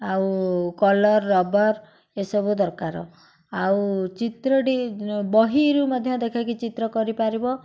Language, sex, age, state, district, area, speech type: Odia, female, 60+, Odisha, Koraput, urban, spontaneous